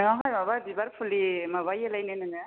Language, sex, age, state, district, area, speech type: Bodo, female, 60+, Assam, Chirang, rural, conversation